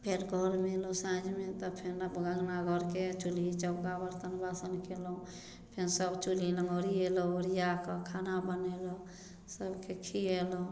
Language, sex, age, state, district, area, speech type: Maithili, female, 45-60, Bihar, Samastipur, rural, spontaneous